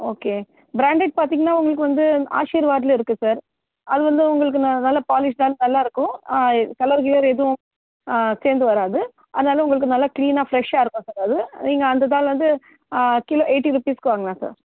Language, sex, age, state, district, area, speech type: Tamil, female, 45-60, Tamil Nadu, Chennai, urban, conversation